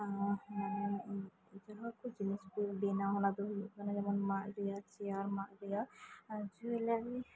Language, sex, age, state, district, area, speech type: Santali, female, 30-45, West Bengal, Birbhum, rural, spontaneous